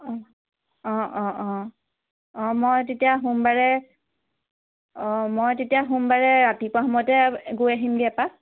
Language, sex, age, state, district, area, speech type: Assamese, female, 18-30, Assam, Golaghat, urban, conversation